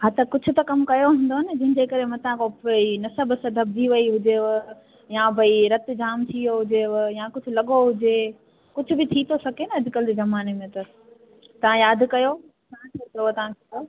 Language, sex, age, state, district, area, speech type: Sindhi, female, 18-30, Gujarat, Junagadh, urban, conversation